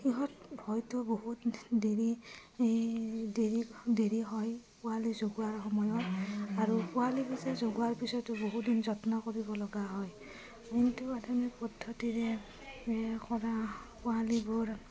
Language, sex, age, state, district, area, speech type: Assamese, female, 30-45, Assam, Udalguri, rural, spontaneous